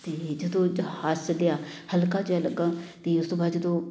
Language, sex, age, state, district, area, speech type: Punjabi, female, 30-45, Punjab, Amritsar, urban, spontaneous